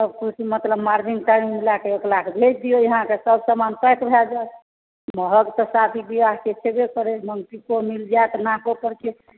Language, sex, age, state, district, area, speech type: Maithili, female, 60+, Bihar, Supaul, rural, conversation